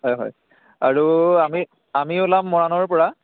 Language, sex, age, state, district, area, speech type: Assamese, male, 18-30, Assam, Charaideo, urban, conversation